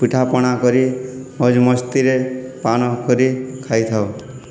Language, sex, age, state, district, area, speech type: Odia, male, 60+, Odisha, Boudh, rural, spontaneous